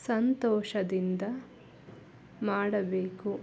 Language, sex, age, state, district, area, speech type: Kannada, female, 60+, Karnataka, Chikkaballapur, rural, spontaneous